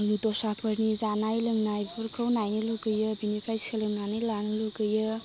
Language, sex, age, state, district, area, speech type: Bodo, female, 30-45, Assam, Chirang, rural, spontaneous